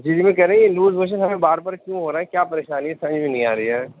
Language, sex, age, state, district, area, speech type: Urdu, male, 30-45, Uttar Pradesh, Rampur, urban, conversation